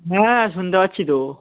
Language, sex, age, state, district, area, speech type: Bengali, male, 18-30, West Bengal, Uttar Dinajpur, urban, conversation